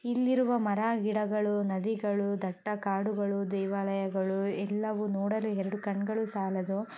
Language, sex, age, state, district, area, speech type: Kannada, female, 18-30, Karnataka, Shimoga, rural, spontaneous